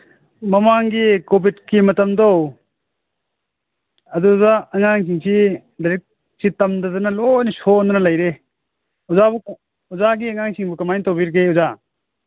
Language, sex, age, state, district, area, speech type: Manipuri, male, 45-60, Manipur, Imphal East, rural, conversation